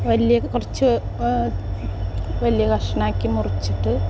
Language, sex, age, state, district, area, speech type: Malayalam, female, 45-60, Kerala, Malappuram, rural, spontaneous